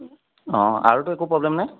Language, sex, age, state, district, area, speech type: Assamese, male, 30-45, Assam, Sonitpur, urban, conversation